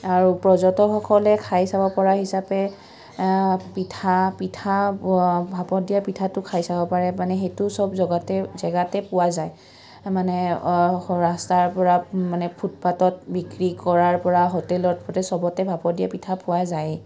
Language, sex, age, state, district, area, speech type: Assamese, female, 30-45, Assam, Kamrup Metropolitan, urban, spontaneous